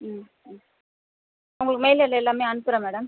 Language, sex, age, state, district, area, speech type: Tamil, female, 30-45, Tamil Nadu, Tiruchirappalli, rural, conversation